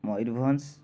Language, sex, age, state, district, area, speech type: Odia, male, 30-45, Odisha, Cuttack, urban, spontaneous